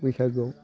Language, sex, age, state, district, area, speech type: Bodo, male, 60+, Assam, Chirang, rural, spontaneous